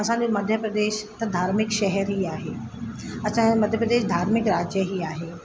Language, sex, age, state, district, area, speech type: Sindhi, female, 30-45, Madhya Pradesh, Katni, urban, spontaneous